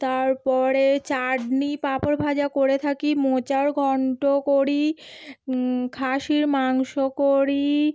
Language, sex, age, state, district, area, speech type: Bengali, female, 30-45, West Bengal, Howrah, urban, spontaneous